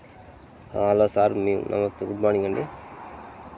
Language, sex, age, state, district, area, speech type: Telugu, male, 30-45, Telangana, Jangaon, rural, spontaneous